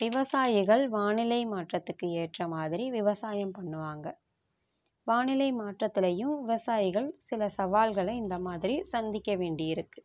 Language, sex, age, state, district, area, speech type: Tamil, female, 45-60, Tamil Nadu, Tiruvarur, rural, spontaneous